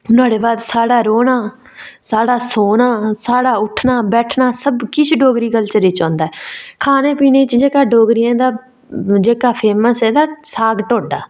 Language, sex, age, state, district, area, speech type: Dogri, female, 18-30, Jammu and Kashmir, Reasi, rural, spontaneous